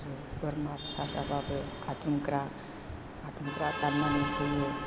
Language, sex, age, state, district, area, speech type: Bodo, female, 60+, Assam, Chirang, rural, spontaneous